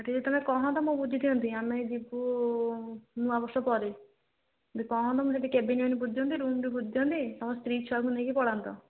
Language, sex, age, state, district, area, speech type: Odia, female, 60+, Odisha, Jharsuguda, rural, conversation